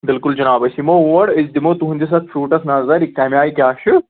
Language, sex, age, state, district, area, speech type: Kashmiri, male, 30-45, Jammu and Kashmir, Anantnag, rural, conversation